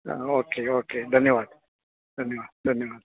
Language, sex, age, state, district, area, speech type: Goan Konkani, female, 60+, Goa, Canacona, rural, conversation